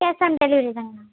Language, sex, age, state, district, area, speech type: Tamil, female, 18-30, Tamil Nadu, Erode, rural, conversation